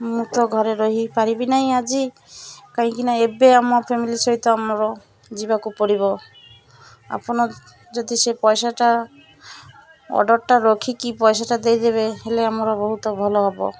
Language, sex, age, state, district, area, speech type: Odia, female, 45-60, Odisha, Malkangiri, urban, spontaneous